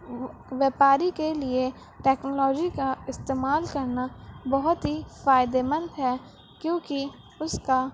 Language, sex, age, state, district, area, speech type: Urdu, female, 18-30, Uttar Pradesh, Gautam Buddha Nagar, rural, spontaneous